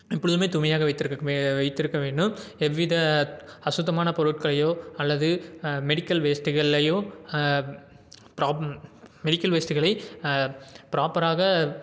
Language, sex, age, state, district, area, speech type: Tamil, male, 18-30, Tamil Nadu, Salem, urban, spontaneous